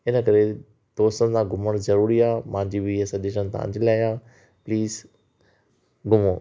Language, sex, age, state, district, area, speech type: Sindhi, male, 30-45, Maharashtra, Thane, urban, spontaneous